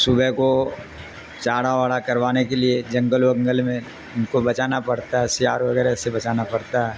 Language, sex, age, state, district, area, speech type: Urdu, male, 60+, Bihar, Darbhanga, rural, spontaneous